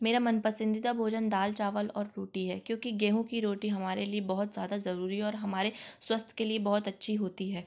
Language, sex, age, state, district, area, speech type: Hindi, female, 18-30, Madhya Pradesh, Gwalior, urban, spontaneous